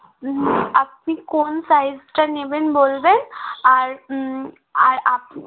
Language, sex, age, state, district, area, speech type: Bengali, female, 18-30, West Bengal, Uttar Dinajpur, urban, conversation